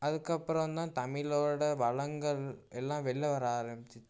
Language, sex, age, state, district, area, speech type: Tamil, male, 18-30, Tamil Nadu, Tiruchirappalli, rural, spontaneous